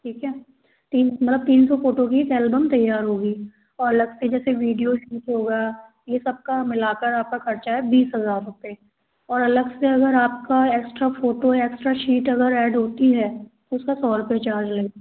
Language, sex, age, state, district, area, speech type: Hindi, female, 18-30, Madhya Pradesh, Gwalior, urban, conversation